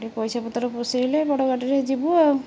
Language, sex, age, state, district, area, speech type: Odia, female, 30-45, Odisha, Jagatsinghpur, rural, spontaneous